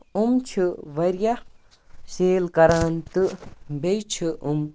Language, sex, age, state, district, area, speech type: Kashmiri, male, 18-30, Jammu and Kashmir, Kupwara, rural, spontaneous